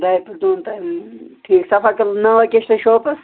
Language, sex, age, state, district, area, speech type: Kashmiri, male, 60+, Jammu and Kashmir, Srinagar, urban, conversation